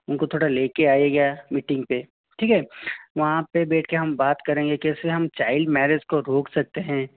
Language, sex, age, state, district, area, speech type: Hindi, male, 18-30, Rajasthan, Jaipur, urban, conversation